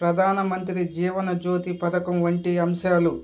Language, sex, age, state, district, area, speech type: Telugu, male, 30-45, Andhra Pradesh, Kadapa, rural, spontaneous